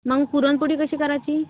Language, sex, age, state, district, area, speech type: Marathi, female, 18-30, Maharashtra, Amravati, rural, conversation